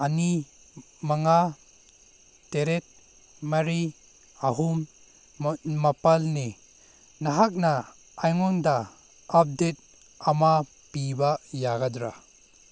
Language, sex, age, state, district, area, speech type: Manipuri, male, 30-45, Manipur, Senapati, rural, read